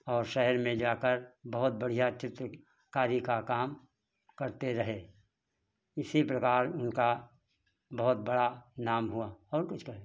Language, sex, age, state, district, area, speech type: Hindi, male, 60+, Uttar Pradesh, Hardoi, rural, spontaneous